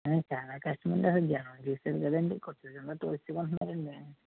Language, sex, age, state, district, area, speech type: Telugu, male, 45-60, Andhra Pradesh, Eluru, rural, conversation